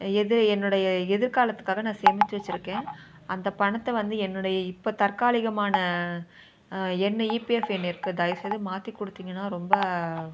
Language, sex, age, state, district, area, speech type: Tamil, female, 30-45, Tamil Nadu, Chennai, urban, spontaneous